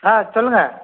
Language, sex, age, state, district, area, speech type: Tamil, male, 60+, Tamil Nadu, Krishnagiri, rural, conversation